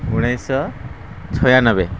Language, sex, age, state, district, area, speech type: Odia, male, 30-45, Odisha, Kendrapara, urban, spontaneous